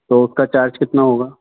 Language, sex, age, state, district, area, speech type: Urdu, male, 18-30, Delhi, North West Delhi, urban, conversation